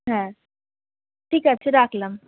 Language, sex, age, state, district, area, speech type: Bengali, female, 30-45, West Bengal, Paschim Bardhaman, urban, conversation